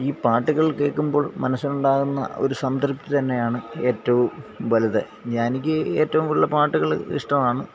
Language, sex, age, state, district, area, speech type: Malayalam, male, 45-60, Kerala, Alappuzha, rural, spontaneous